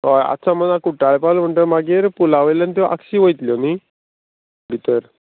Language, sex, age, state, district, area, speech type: Goan Konkani, male, 45-60, Goa, Murmgao, rural, conversation